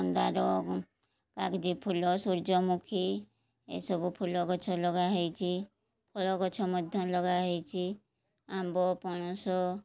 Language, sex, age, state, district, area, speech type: Odia, female, 30-45, Odisha, Mayurbhanj, rural, spontaneous